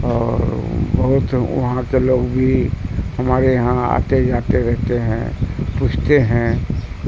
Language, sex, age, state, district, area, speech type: Urdu, male, 60+, Bihar, Supaul, rural, spontaneous